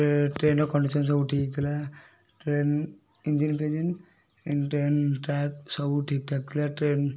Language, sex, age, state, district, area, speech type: Odia, male, 30-45, Odisha, Kendujhar, urban, spontaneous